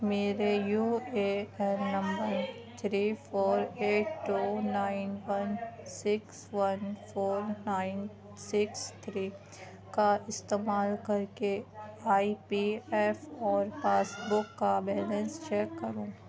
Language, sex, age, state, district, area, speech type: Urdu, female, 45-60, Delhi, Central Delhi, rural, read